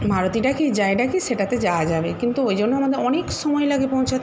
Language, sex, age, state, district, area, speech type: Bengali, female, 60+, West Bengal, Jhargram, rural, spontaneous